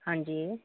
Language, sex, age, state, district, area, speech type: Punjabi, female, 45-60, Punjab, Pathankot, urban, conversation